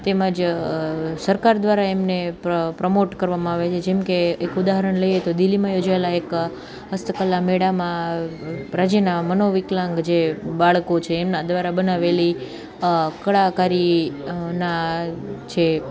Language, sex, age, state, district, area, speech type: Gujarati, female, 18-30, Gujarat, Junagadh, urban, spontaneous